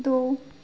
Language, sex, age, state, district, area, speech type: Hindi, female, 18-30, Madhya Pradesh, Chhindwara, urban, read